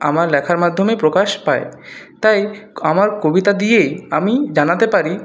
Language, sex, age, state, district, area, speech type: Bengali, male, 30-45, West Bengal, Purulia, urban, spontaneous